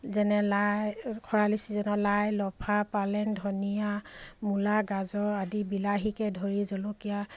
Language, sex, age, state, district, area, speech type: Assamese, female, 45-60, Assam, Dibrugarh, rural, spontaneous